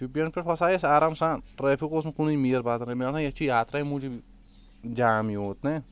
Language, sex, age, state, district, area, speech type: Kashmiri, male, 18-30, Jammu and Kashmir, Shopian, rural, spontaneous